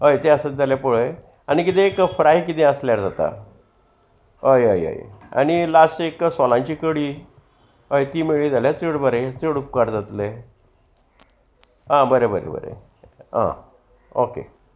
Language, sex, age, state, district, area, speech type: Goan Konkani, male, 60+, Goa, Salcete, rural, spontaneous